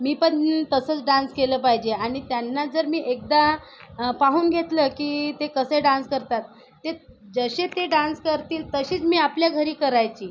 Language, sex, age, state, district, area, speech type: Marathi, female, 30-45, Maharashtra, Nagpur, urban, spontaneous